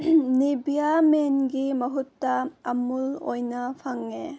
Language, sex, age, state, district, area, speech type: Manipuri, female, 18-30, Manipur, Senapati, urban, read